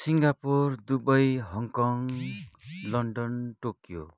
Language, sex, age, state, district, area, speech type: Nepali, male, 45-60, West Bengal, Kalimpong, rural, spontaneous